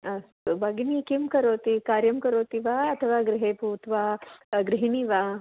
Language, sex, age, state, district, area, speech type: Sanskrit, female, 45-60, Tamil Nadu, Kanyakumari, urban, conversation